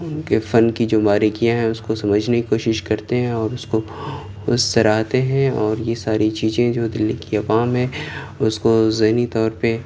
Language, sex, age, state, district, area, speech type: Urdu, male, 30-45, Delhi, South Delhi, urban, spontaneous